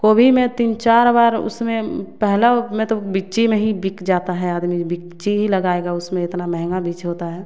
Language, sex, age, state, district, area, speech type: Hindi, female, 30-45, Bihar, Samastipur, rural, spontaneous